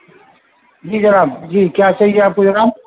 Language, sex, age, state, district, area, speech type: Urdu, male, 60+, Uttar Pradesh, Rampur, urban, conversation